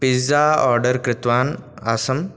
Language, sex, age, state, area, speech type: Sanskrit, male, 18-30, Rajasthan, urban, spontaneous